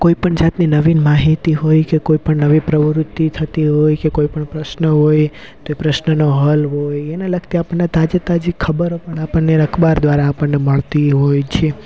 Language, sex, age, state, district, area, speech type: Gujarati, male, 18-30, Gujarat, Rajkot, rural, spontaneous